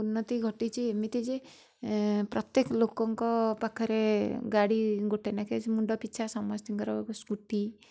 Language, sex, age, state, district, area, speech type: Odia, female, 30-45, Odisha, Cuttack, urban, spontaneous